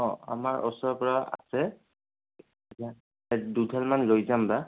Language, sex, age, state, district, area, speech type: Assamese, male, 18-30, Assam, Goalpara, rural, conversation